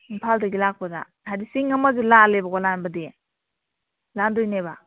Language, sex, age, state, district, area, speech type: Manipuri, female, 30-45, Manipur, Imphal East, rural, conversation